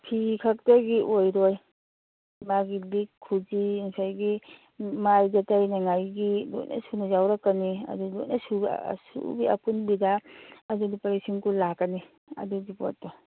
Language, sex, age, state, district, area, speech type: Manipuri, female, 45-60, Manipur, Churachandpur, urban, conversation